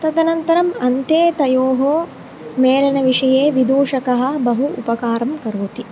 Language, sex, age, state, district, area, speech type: Sanskrit, female, 18-30, Tamil Nadu, Kanchipuram, urban, spontaneous